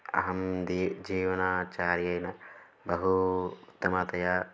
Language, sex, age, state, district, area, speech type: Sanskrit, male, 18-30, Telangana, Karimnagar, urban, spontaneous